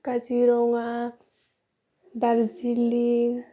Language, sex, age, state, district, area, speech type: Bodo, female, 18-30, Assam, Udalguri, urban, spontaneous